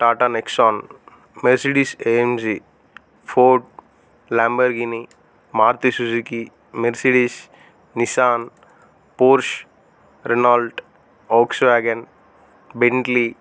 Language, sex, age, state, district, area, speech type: Telugu, male, 30-45, Telangana, Adilabad, rural, spontaneous